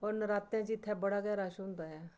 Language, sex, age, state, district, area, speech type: Dogri, female, 45-60, Jammu and Kashmir, Kathua, rural, spontaneous